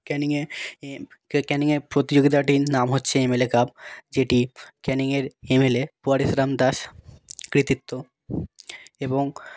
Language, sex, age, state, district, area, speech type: Bengali, male, 18-30, West Bengal, South 24 Parganas, rural, spontaneous